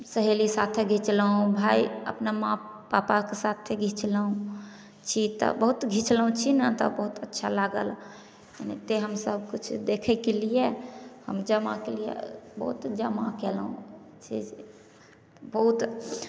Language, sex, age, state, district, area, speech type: Maithili, female, 30-45, Bihar, Samastipur, urban, spontaneous